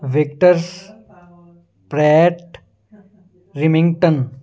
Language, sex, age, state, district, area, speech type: Punjabi, male, 18-30, Punjab, Hoshiarpur, rural, spontaneous